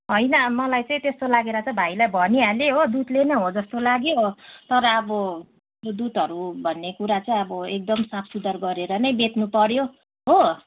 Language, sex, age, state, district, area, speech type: Nepali, female, 30-45, West Bengal, Kalimpong, rural, conversation